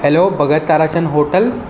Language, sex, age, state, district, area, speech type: Sindhi, male, 18-30, Maharashtra, Mumbai Suburban, urban, spontaneous